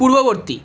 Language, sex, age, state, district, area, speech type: Bengali, male, 45-60, West Bengal, Paschim Bardhaman, urban, read